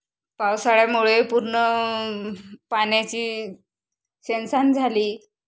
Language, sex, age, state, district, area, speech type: Marathi, female, 30-45, Maharashtra, Wardha, rural, spontaneous